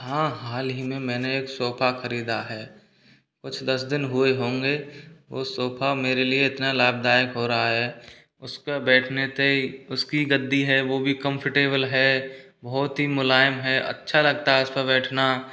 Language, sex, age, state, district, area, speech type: Hindi, male, 45-60, Rajasthan, Karauli, rural, spontaneous